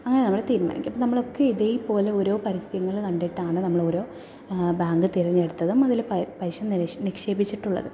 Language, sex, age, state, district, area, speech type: Malayalam, female, 18-30, Kerala, Thrissur, urban, spontaneous